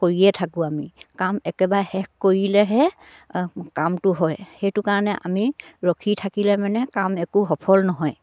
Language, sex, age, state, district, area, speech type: Assamese, female, 60+, Assam, Dibrugarh, rural, spontaneous